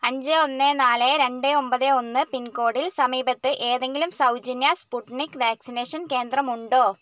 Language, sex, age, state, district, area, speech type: Malayalam, female, 30-45, Kerala, Wayanad, rural, read